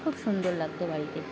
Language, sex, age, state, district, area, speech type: Bengali, female, 45-60, West Bengal, Birbhum, urban, spontaneous